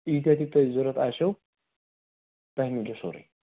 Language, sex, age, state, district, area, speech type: Kashmiri, male, 45-60, Jammu and Kashmir, Budgam, urban, conversation